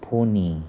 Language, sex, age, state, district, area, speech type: Goan Konkani, male, 30-45, Goa, Salcete, rural, spontaneous